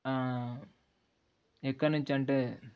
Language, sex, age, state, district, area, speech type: Telugu, male, 18-30, Telangana, Jangaon, rural, spontaneous